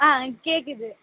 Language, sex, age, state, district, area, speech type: Tamil, female, 18-30, Tamil Nadu, Pudukkottai, rural, conversation